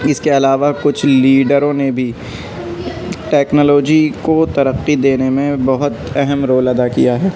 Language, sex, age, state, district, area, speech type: Urdu, male, 18-30, Delhi, North West Delhi, urban, spontaneous